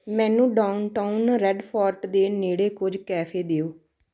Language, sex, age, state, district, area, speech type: Punjabi, female, 18-30, Punjab, Tarn Taran, rural, read